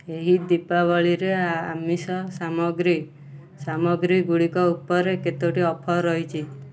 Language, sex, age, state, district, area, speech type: Odia, male, 18-30, Odisha, Kendujhar, urban, read